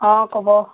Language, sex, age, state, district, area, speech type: Assamese, female, 30-45, Assam, Golaghat, rural, conversation